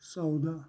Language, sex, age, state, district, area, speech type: Kashmiri, male, 18-30, Jammu and Kashmir, Shopian, rural, spontaneous